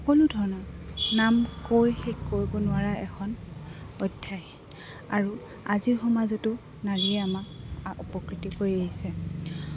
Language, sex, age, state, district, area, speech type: Assamese, female, 18-30, Assam, Goalpara, urban, spontaneous